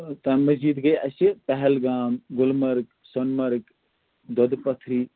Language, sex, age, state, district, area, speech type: Kashmiri, male, 45-60, Jammu and Kashmir, Srinagar, urban, conversation